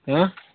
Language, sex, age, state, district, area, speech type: Kashmiri, other, 18-30, Jammu and Kashmir, Kupwara, rural, conversation